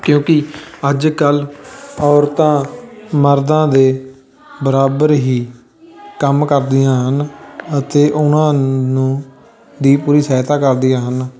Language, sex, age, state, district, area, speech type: Punjabi, male, 18-30, Punjab, Fatehgarh Sahib, rural, spontaneous